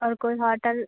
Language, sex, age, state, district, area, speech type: Hindi, female, 18-30, Bihar, Madhepura, rural, conversation